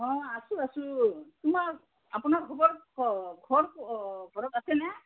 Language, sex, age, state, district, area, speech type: Assamese, female, 60+, Assam, Udalguri, rural, conversation